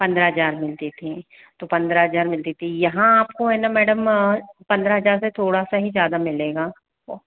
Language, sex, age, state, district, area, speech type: Hindi, female, 18-30, Rajasthan, Jaipur, urban, conversation